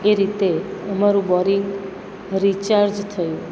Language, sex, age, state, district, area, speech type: Gujarati, female, 60+, Gujarat, Valsad, urban, spontaneous